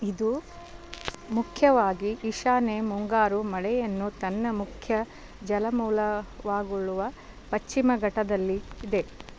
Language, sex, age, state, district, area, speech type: Kannada, female, 30-45, Karnataka, Bidar, urban, read